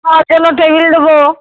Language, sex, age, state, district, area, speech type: Bengali, female, 30-45, West Bengal, Uttar Dinajpur, urban, conversation